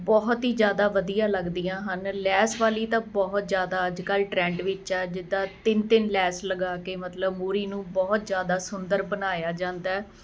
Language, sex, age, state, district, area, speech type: Punjabi, female, 45-60, Punjab, Ludhiana, urban, spontaneous